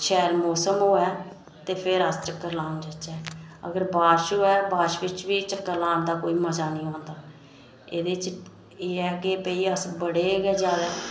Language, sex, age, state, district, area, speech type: Dogri, female, 30-45, Jammu and Kashmir, Reasi, rural, spontaneous